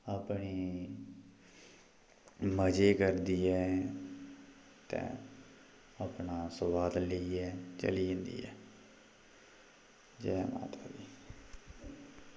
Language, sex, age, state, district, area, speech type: Dogri, male, 30-45, Jammu and Kashmir, Kathua, rural, spontaneous